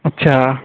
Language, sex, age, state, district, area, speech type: Marathi, male, 18-30, Maharashtra, Washim, urban, conversation